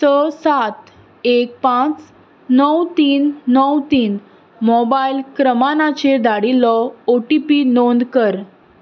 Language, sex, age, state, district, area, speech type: Goan Konkani, female, 18-30, Goa, Salcete, rural, read